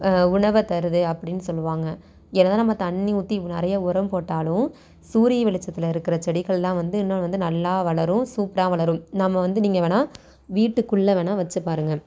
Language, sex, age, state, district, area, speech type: Tamil, female, 18-30, Tamil Nadu, Thanjavur, rural, spontaneous